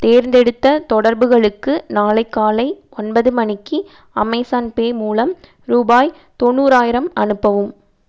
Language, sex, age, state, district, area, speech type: Tamil, female, 18-30, Tamil Nadu, Erode, urban, read